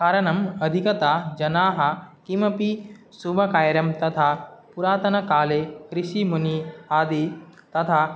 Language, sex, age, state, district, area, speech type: Sanskrit, male, 18-30, Assam, Nagaon, rural, spontaneous